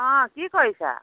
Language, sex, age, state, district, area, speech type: Assamese, female, 45-60, Assam, Biswanath, rural, conversation